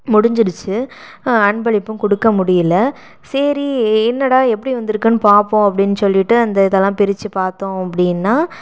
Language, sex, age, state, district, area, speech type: Tamil, female, 30-45, Tamil Nadu, Sivaganga, rural, spontaneous